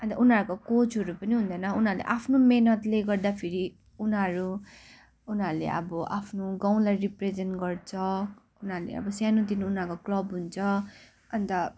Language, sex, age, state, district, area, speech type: Nepali, female, 18-30, West Bengal, Kalimpong, rural, spontaneous